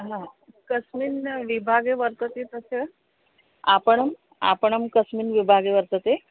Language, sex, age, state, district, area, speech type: Sanskrit, female, 45-60, Maharashtra, Nagpur, urban, conversation